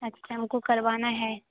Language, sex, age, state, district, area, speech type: Hindi, female, 18-30, Bihar, Darbhanga, rural, conversation